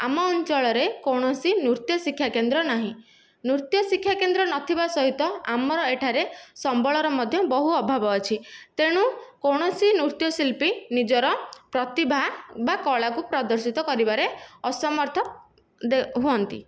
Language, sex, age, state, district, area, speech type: Odia, female, 18-30, Odisha, Nayagarh, rural, spontaneous